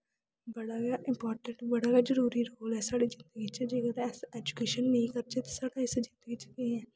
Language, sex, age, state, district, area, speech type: Dogri, female, 18-30, Jammu and Kashmir, Kathua, rural, spontaneous